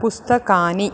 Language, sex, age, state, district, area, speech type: Sanskrit, female, 30-45, Karnataka, Dakshina Kannada, urban, read